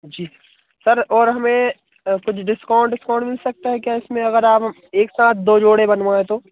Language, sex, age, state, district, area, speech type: Hindi, male, 18-30, Madhya Pradesh, Hoshangabad, rural, conversation